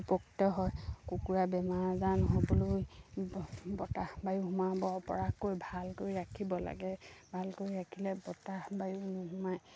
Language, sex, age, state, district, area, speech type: Assamese, female, 30-45, Assam, Sivasagar, rural, spontaneous